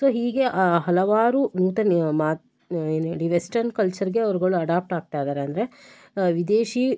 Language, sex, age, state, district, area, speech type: Kannada, female, 18-30, Karnataka, Shimoga, rural, spontaneous